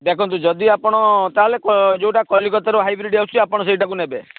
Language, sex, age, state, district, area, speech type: Odia, male, 30-45, Odisha, Bhadrak, rural, conversation